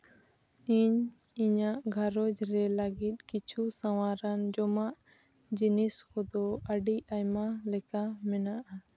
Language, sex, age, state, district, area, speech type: Santali, female, 18-30, Jharkhand, Seraikela Kharsawan, rural, spontaneous